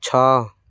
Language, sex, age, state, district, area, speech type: Odia, male, 18-30, Odisha, Ganjam, urban, read